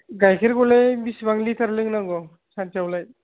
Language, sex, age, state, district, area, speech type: Bodo, male, 45-60, Assam, Kokrajhar, rural, conversation